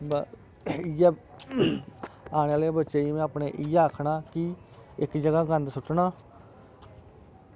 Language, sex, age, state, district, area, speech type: Dogri, male, 30-45, Jammu and Kashmir, Samba, rural, spontaneous